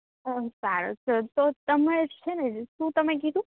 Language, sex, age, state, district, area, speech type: Gujarati, female, 18-30, Gujarat, Rajkot, urban, conversation